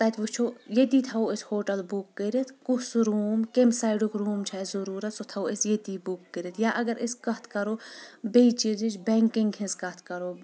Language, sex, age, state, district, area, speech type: Kashmiri, female, 30-45, Jammu and Kashmir, Shopian, rural, spontaneous